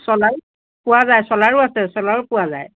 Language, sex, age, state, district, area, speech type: Assamese, female, 60+, Assam, Golaghat, urban, conversation